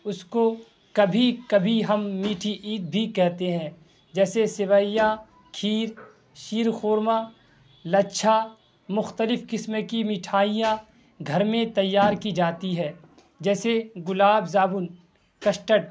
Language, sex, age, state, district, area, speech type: Urdu, male, 18-30, Bihar, Purnia, rural, spontaneous